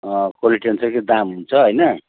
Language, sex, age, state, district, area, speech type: Nepali, male, 60+, West Bengal, Kalimpong, rural, conversation